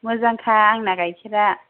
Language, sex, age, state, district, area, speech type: Bodo, female, 30-45, Assam, Kokrajhar, rural, conversation